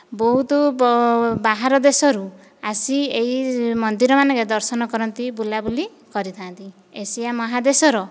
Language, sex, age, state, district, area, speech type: Odia, female, 45-60, Odisha, Dhenkanal, rural, spontaneous